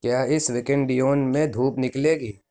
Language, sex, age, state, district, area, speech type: Urdu, male, 18-30, Uttar Pradesh, Lucknow, urban, read